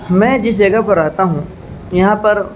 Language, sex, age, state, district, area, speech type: Urdu, male, 30-45, Uttar Pradesh, Azamgarh, rural, spontaneous